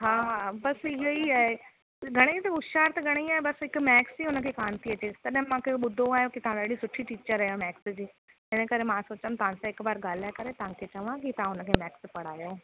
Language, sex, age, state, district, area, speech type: Sindhi, female, 30-45, Rajasthan, Ajmer, urban, conversation